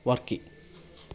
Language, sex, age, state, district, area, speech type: Malayalam, male, 30-45, Kerala, Kollam, rural, spontaneous